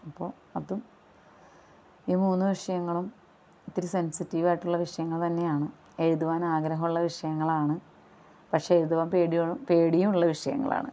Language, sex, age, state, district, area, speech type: Malayalam, female, 30-45, Kerala, Ernakulam, rural, spontaneous